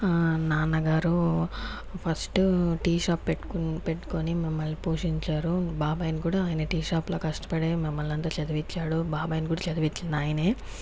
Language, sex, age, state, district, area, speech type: Telugu, female, 30-45, Andhra Pradesh, Sri Balaji, rural, spontaneous